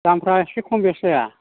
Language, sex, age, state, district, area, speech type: Bodo, male, 60+, Assam, Kokrajhar, rural, conversation